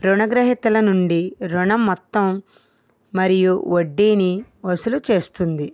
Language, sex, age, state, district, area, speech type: Telugu, female, 45-60, Andhra Pradesh, East Godavari, rural, spontaneous